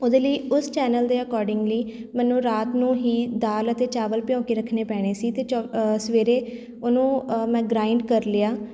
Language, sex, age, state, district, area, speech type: Punjabi, female, 30-45, Punjab, Shaheed Bhagat Singh Nagar, urban, spontaneous